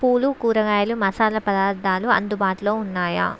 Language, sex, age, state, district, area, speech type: Telugu, female, 18-30, Andhra Pradesh, Visakhapatnam, urban, read